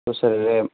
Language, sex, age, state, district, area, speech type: Hindi, male, 18-30, Rajasthan, Jodhpur, rural, conversation